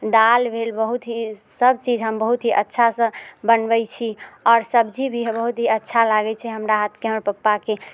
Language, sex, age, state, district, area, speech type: Maithili, female, 18-30, Bihar, Muzaffarpur, rural, spontaneous